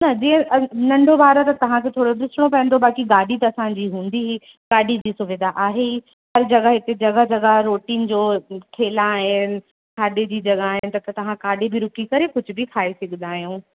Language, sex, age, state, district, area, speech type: Sindhi, female, 18-30, Uttar Pradesh, Lucknow, rural, conversation